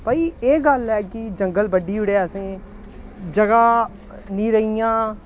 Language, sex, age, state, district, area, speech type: Dogri, male, 18-30, Jammu and Kashmir, Samba, urban, spontaneous